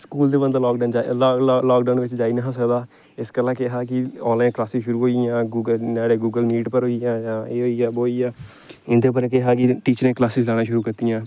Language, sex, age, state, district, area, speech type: Dogri, male, 18-30, Jammu and Kashmir, Reasi, rural, spontaneous